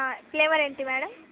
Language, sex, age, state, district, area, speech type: Telugu, female, 18-30, Andhra Pradesh, Palnadu, rural, conversation